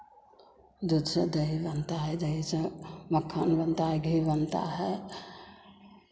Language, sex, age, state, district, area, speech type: Hindi, female, 45-60, Bihar, Begusarai, rural, spontaneous